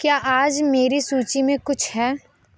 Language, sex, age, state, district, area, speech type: Hindi, female, 30-45, Uttar Pradesh, Mirzapur, rural, read